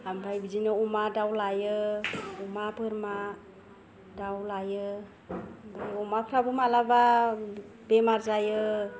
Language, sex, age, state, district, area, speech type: Bodo, female, 45-60, Assam, Kokrajhar, rural, spontaneous